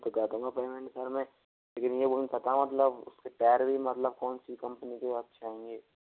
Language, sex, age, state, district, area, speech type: Hindi, male, 45-60, Rajasthan, Karauli, rural, conversation